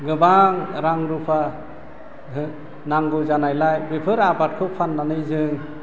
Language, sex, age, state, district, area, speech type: Bodo, male, 60+, Assam, Chirang, rural, spontaneous